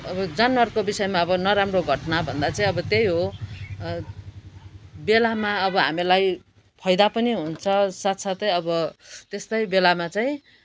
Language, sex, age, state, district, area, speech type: Nepali, female, 60+, West Bengal, Kalimpong, rural, spontaneous